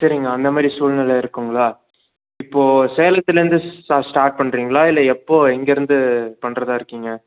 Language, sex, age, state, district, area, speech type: Tamil, male, 18-30, Tamil Nadu, Salem, urban, conversation